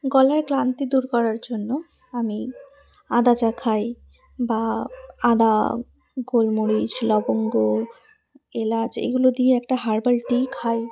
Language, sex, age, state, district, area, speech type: Bengali, female, 30-45, West Bengal, Darjeeling, urban, spontaneous